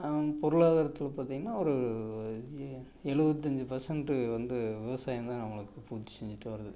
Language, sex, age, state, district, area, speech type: Tamil, male, 45-60, Tamil Nadu, Tiruppur, rural, spontaneous